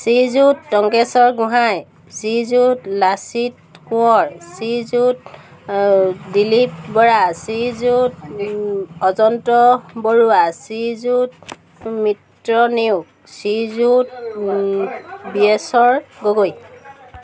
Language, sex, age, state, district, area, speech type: Assamese, female, 30-45, Assam, Tinsukia, urban, spontaneous